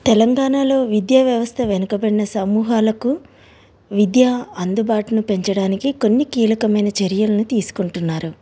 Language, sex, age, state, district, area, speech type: Telugu, female, 30-45, Telangana, Ranga Reddy, urban, spontaneous